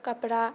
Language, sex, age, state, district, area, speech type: Maithili, female, 18-30, Bihar, Purnia, rural, spontaneous